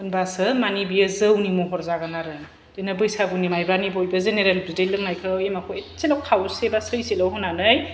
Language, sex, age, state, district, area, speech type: Bodo, female, 30-45, Assam, Chirang, urban, spontaneous